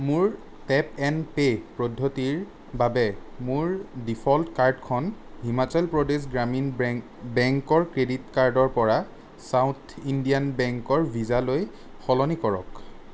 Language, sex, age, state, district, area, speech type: Assamese, male, 30-45, Assam, Sonitpur, urban, read